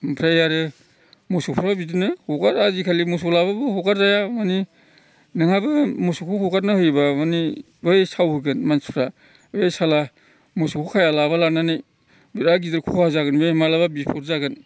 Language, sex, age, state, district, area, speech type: Bodo, male, 60+, Assam, Udalguri, rural, spontaneous